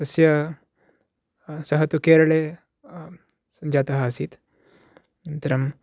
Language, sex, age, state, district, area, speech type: Sanskrit, male, 18-30, Karnataka, Uttara Kannada, urban, spontaneous